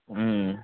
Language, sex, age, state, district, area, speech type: Tamil, male, 18-30, Tamil Nadu, Tiruvannamalai, rural, conversation